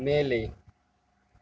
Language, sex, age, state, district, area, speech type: Tamil, male, 30-45, Tamil Nadu, Tiruvarur, urban, read